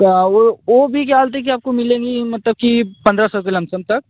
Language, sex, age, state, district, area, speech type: Hindi, male, 18-30, Uttar Pradesh, Mirzapur, rural, conversation